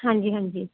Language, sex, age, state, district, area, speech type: Punjabi, female, 30-45, Punjab, Firozpur, rural, conversation